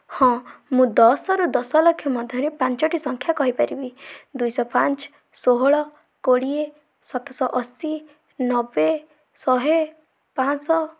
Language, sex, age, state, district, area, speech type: Odia, female, 18-30, Odisha, Bhadrak, rural, spontaneous